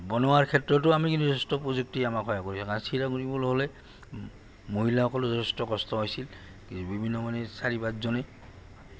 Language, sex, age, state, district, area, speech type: Assamese, male, 60+, Assam, Goalpara, urban, spontaneous